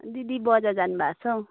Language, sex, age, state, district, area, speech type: Nepali, female, 18-30, West Bengal, Kalimpong, rural, conversation